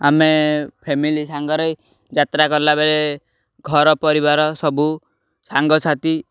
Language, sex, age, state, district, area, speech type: Odia, male, 18-30, Odisha, Ganjam, urban, spontaneous